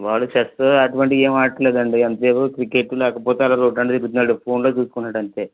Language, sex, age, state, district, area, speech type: Telugu, male, 45-60, Andhra Pradesh, Eluru, urban, conversation